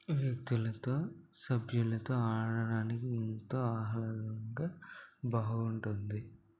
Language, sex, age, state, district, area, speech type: Telugu, male, 18-30, Andhra Pradesh, Eluru, urban, spontaneous